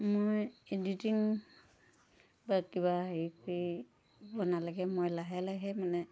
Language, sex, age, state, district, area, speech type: Assamese, female, 30-45, Assam, Tinsukia, urban, spontaneous